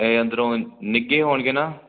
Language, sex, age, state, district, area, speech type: Punjabi, male, 18-30, Punjab, Firozpur, rural, conversation